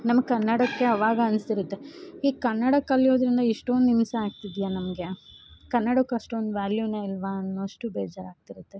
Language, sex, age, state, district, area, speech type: Kannada, female, 18-30, Karnataka, Chikkamagaluru, rural, spontaneous